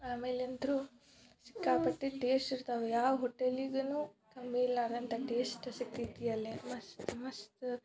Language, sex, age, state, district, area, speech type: Kannada, female, 18-30, Karnataka, Dharwad, urban, spontaneous